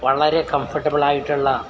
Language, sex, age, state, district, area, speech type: Malayalam, male, 60+, Kerala, Alappuzha, rural, spontaneous